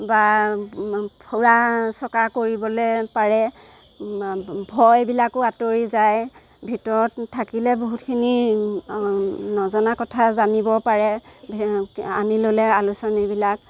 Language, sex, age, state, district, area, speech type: Assamese, female, 30-45, Assam, Golaghat, rural, spontaneous